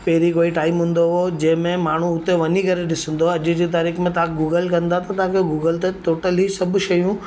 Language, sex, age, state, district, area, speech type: Sindhi, male, 30-45, Maharashtra, Mumbai Suburban, urban, spontaneous